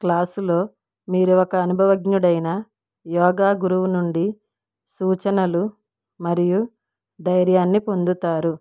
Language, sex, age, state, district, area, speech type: Telugu, female, 60+, Andhra Pradesh, East Godavari, rural, spontaneous